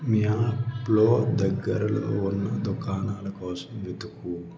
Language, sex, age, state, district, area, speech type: Telugu, male, 30-45, Andhra Pradesh, Krishna, urban, read